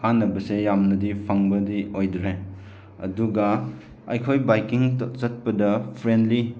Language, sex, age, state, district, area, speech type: Manipuri, male, 30-45, Manipur, Chandel, rural, spontaneous